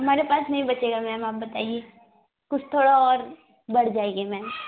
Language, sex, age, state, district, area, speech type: Hindi, female, 18-30, Uttar Pradesh, Azamgarh, rural, conversation